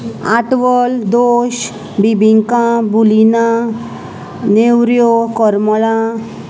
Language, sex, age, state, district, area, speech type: Goan Konkani, female, 45-60, Goa, Salcete, urban, spontaneous